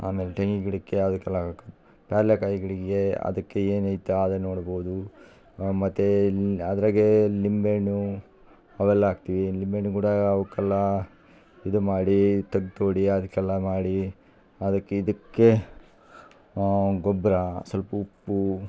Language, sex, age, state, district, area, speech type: Kannada, male, 30-45, Karnataka, Vijayanagara, rural, spontaneous